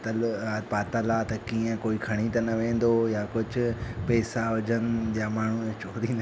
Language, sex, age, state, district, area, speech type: Sindhi, male, 18-30, Madhya Pradesh, Katni, rural, spontaneous